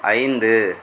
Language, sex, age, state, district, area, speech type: Tamil, male, 45-60, Tamil Nadu, Mayiladuthurai, rural, read